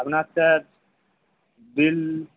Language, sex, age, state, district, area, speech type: Bengali, male, 45-60, West Bengal, Purba Medinipur, rural, conversation